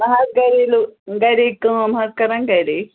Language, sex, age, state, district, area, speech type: Kashmiri, female, 18-30, Jammu and Kashmir, Pulwama, rural, conversation